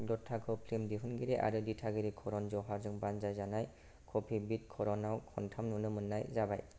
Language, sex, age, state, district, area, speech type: Bodo, male, 18-30, Assam, Kokrajhar, rural, read